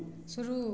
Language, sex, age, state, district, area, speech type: Maithili, female, 45-60, Bihar, Madhepura, urban, read